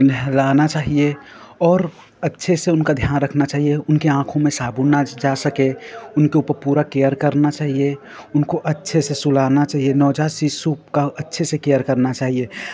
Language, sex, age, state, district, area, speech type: Hindi, male, 18-30, Uttar Pradesh, Ghazipur, rural, spontaneous